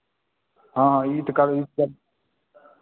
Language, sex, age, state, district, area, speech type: Hindi, male, 18-30, Bihar, Begusarai, rural, conversation